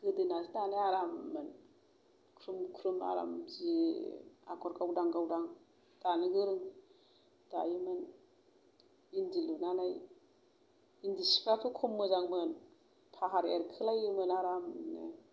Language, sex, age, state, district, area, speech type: Bodo, female, 30-45, Assam, Kokrajhar, rural, spontaneous